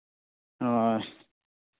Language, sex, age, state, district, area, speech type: Santali, male, 18-30, Jharkhand, East Singhbhum, rural, conversation